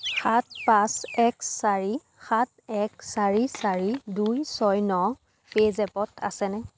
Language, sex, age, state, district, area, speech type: Assamese, female, 18-30, Assam, Dibrugarh, rural, read